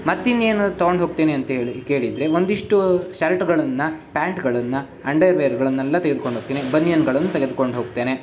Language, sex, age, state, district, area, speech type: Kannada, male, 18-30, Karnataka, Shimoga, rural, spontaneous